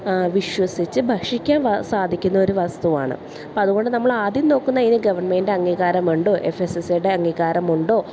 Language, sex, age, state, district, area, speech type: Malayalam, female, 30-45, Kerala, Alappuzha, urban, spontaneous